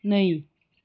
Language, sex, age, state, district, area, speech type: Bodo, female, 45-60, Assam, Chirang, rural, read